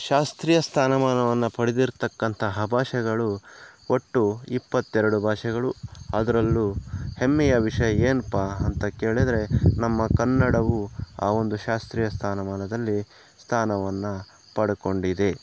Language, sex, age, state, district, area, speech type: Kannada, male, 30-45, Karnataka, Kolar, rural, spontaneous